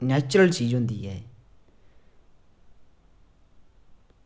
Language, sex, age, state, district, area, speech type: Dogri, male, 18-30, Jammu and Kashmir, Samba, rural, spontaneous